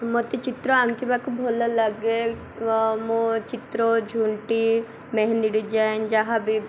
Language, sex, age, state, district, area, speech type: Odia, female, 18-30, Odisha, Koraput, urban, spontaneous